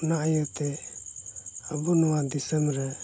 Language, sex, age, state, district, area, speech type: Santali, male, 30-45, Jharkhand, Pakur, rural, spontaneous